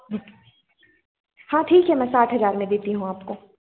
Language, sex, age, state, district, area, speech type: Hindi, female, 18-30, Madhya Pradesh, Balaghat, rural, conversation